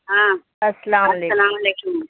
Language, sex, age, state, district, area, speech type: Urdu, female, 45-60, Bihar, Supaul, rural, conversation